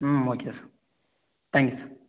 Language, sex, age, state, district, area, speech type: Tamil, male, 18-30, Tamil Nadu, Sivaganga, rural, conversation